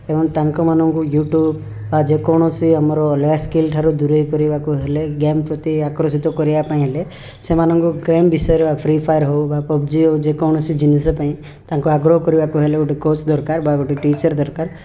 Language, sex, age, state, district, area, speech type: Odia, male, 30-45, Odisha, Rayagada, rural, spontaneous